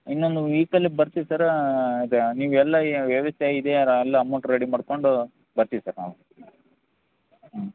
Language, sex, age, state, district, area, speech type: Kannada, male, 18-30, Karnataka, Bellary, rural, conversation